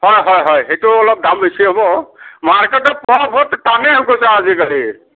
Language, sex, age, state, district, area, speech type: Assamese, male, 45-60, Assam, Kamrup Metropolitan, urban, conversation